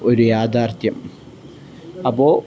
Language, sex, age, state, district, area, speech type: Malayalam, male, 18-30, Kerala, Kozhikode, rural, spontaneous